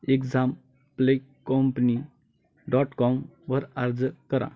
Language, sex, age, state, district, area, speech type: Marathi, male, 18-30, Maharashtra, Hingoli, urban, read